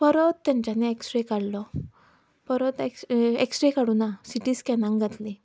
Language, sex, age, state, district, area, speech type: Goan Konkani, female, 30-45, Goa, Ponda, rural, spontaneous